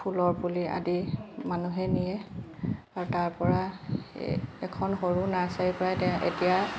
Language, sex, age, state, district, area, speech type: Assamese, female, 45-60, Assam, Jorhat, urban, spontaneous